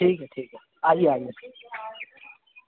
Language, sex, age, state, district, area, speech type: Urdu, male, 18-30, Bihar, Supaul, rural, conversation